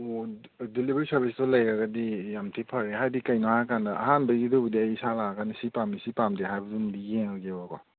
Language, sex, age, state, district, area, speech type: Manipuri, male, 30-45, Manipur, Kangpokpi, urban, conversation